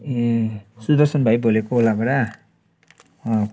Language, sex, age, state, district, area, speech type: Nepali, male, 18-30, West Bengal, Darjeeling, urban, spontaneous